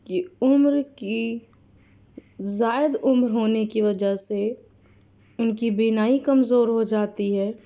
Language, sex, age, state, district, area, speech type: Urdu, female, 30-45, Delhi, South Delhi, rural, spontaneous